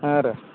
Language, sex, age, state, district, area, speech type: Kannada, male, 30-45, Karnataka, Belgaum, rural, conversation